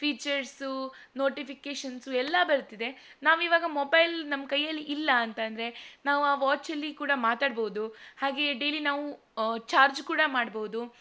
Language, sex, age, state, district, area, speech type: Kannada, female, 18-30, Karnataka, Shimoga, rural, spontaneous